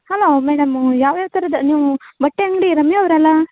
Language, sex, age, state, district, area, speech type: Kannada, female, 30-45, Karnataka, Uttara Kannada, rural, conversation